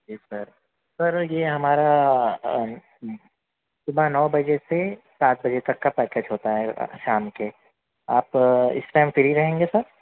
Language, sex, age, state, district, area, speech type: Urdu, male, 45-60, Telangana, Hyderabad, urban, conversation